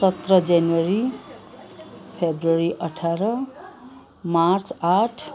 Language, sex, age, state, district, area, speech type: Nepali, female, 60+, West Bengal, Kalimpong, rural, spontaneous